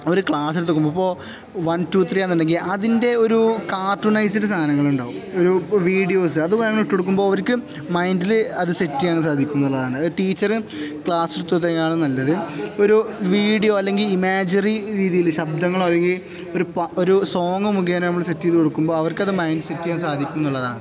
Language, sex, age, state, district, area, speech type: Malayalam, male, 18-30, Kerala, Kozhikode, rural, spontaneous